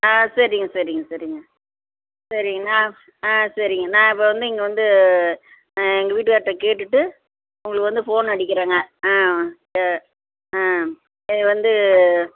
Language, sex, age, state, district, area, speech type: Tamil, female, 60+, Tamil Nadu, Perambalur, urban, conversation